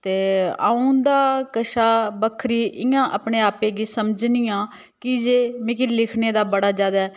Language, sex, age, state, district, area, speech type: Dogri, female, 30-45, Jammu and Kashmir, Udhampur, rural, spontaneous